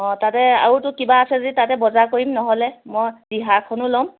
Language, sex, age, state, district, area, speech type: Assamese, female, 30-45, Assam, Lakhimpur, rural, conversation